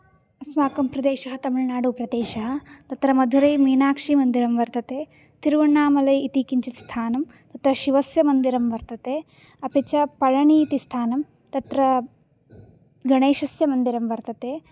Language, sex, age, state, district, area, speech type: Sanskrit, female, 18-30, Tamil Nadu, Coimbatore, rural, spontaneous